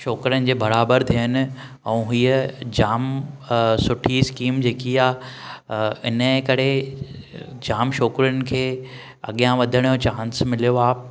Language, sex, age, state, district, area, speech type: Sindhi, male, 30-45, Maharashtra, Thane, urban, spontaneous